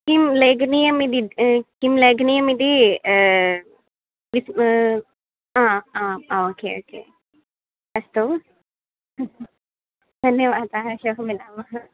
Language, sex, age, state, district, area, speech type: Sanskrit, female, 18-30, Kerala, Thrissur, urban, conversation